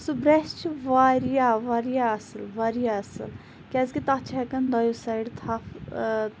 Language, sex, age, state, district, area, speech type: Kashmiri, female, 30-45, Jammu and Kashmir, Pulwama, rural, spontaneous